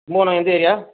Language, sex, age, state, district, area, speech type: Tamil, male, 30-45, Tamil Nadu, Thanjavur, rural, conversation